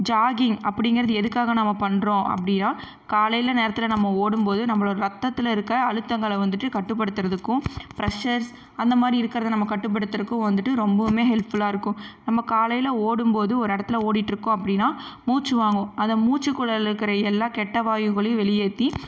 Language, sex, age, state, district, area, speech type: Tamil, female, 18-30, Tamil Nadu, Erode, rural, spontaneous